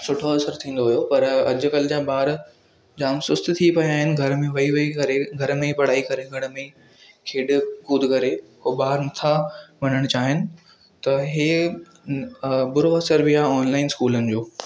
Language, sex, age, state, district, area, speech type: Sindhi, male, 18-30, Maharashtra, Thane, urban, spontaneous